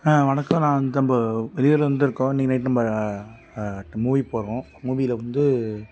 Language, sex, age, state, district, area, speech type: Tamil, male, 18-30, Tamil Nadu, Tiruppur, rural, spontaneous